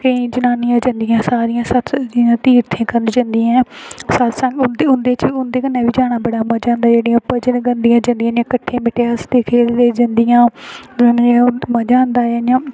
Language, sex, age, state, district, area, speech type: Dogri, female, 18-30, Jammu and Kashmir, Samba, rural, spontaneous